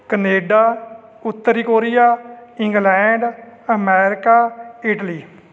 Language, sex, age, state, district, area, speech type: Punjabi, male, 45-60, Punjab, Fatehgarh Sahib, urban, spontaneous